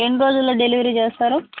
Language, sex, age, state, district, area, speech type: Telugu, female, 18-30, Telangana, Komaram Bheem, rural, conversation